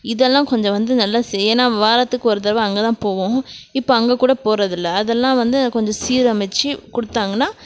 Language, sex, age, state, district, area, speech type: Tamil, female, 45-60, Tamil Nadu, Krishnagiri, rural, spontaneous